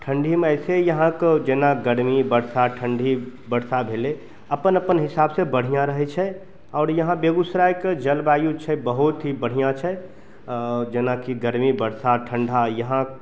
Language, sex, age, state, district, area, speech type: Maithili, male, 30-45, Bihar, Begusarai, urban, spontaneous